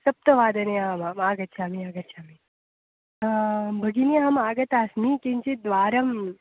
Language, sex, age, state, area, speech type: Sanskrit, female, 18-30, Goa, rural, conversation